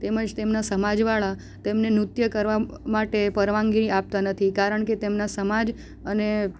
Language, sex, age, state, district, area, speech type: Gujarati, female, 18-30, Gujarat, Surat, rural, spontaneous